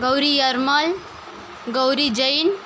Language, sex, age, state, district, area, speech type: Marathi, female, 18-30, Maharashtra, Washim, rural, spontaneous